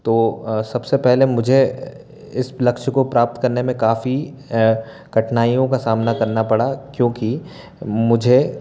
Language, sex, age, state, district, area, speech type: Hindi, male, 18-30, Madhya Pradesh, Bhopal, urban, spontaneous